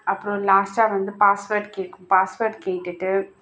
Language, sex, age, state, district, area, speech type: Tamil, female, 45-60, Tamil Nadu, Kanchipuram, urban, spontaneous